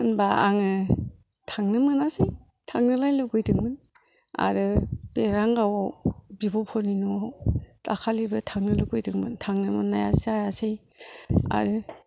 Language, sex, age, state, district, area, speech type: Bodo, female, 60+, Assam, Kokrajhar, rural, spontaneous